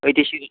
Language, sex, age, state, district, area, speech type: Kashmiri, male, 45-60, Jammu and Kashmir, Budgam, urban, conversation